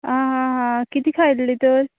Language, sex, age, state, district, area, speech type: Goan Konkani, female, 18-30, Goa, Canacona, rural, conversation